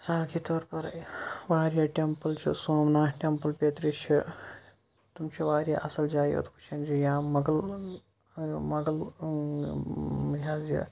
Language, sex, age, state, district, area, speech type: Kashmiri, male, 18-30, Jammu and Kashmir, Shopian, rural, spontaneous